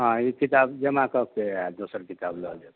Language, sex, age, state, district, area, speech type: Maithili, male, 45-60, Bihar, Madhubani, rural, conversation